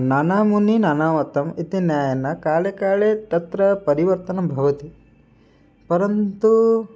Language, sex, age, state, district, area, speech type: Sanskrit, male, 18-30, Odisha, Puri, urban, spontaneous